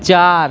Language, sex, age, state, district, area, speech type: Bengali, male, 30-45, West Bengal, Purba Bardhaman, urban, read